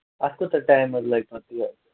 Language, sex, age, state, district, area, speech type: Kashmiri, male, 30-45, Jammu and Kashmir, Kupwara, rural, conversation